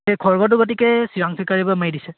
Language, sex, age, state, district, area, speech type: Assamese, male, 18-30, Assam, Sivasagar, rural, conversation